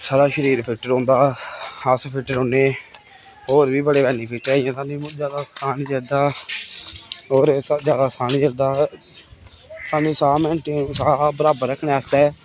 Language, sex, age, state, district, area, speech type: Dogri, male, 18-30, Jammu and Kashmir, Kathua, rural, spontaneous